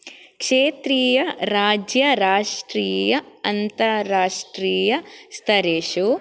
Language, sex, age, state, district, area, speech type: Sanskrit, female, 18-30, Karnataka, Udupi, urban, spontaneous